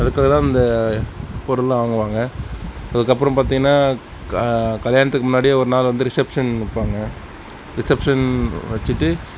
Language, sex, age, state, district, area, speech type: Tamil, male, 60+, Tamil Nadu, Mayiladuthurai, rural, spontaneous